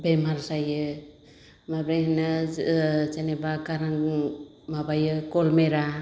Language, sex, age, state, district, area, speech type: Bodo, female, 45-60, Assam, Chirang, rural, spontaneous